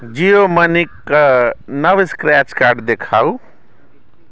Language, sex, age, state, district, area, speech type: Maithili, male, 60+, Bihar, Sitamarhi, rural, read